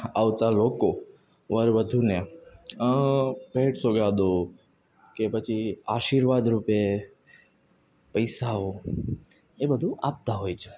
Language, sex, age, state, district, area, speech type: Gujarati, male, 18-30, Gujarat, Rajkot, urban, spontaneous